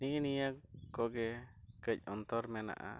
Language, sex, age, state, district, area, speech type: Santali, male, 30-45, Jharkhand, East Singhbhum, rural, spontaneous